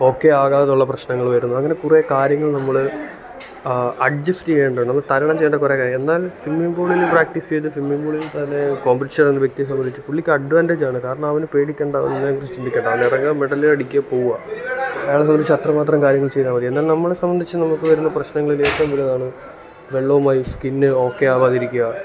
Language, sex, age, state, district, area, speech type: Malayalam, male, 30-45, Kerala, Alappuzha, rural, spontaneous